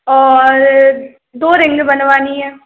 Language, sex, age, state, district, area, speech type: Hindi, female, 18-30, Rajasthan, Karauli, urban, conversation